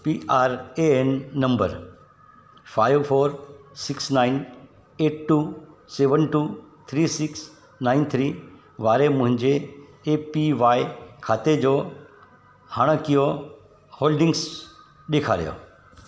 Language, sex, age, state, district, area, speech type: Sindhi, male, 45-60, Gujarat, Surat, urban, read